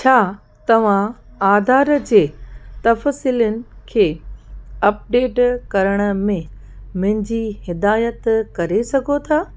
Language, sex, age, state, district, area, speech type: Sindhi, female, 30-45, Gujarat, Kutch, rural, read